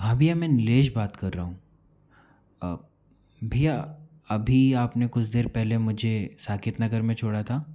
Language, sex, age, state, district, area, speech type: Hindi, male, 45-60, Madhya Pradesh, Bhopal, urban, spontaneous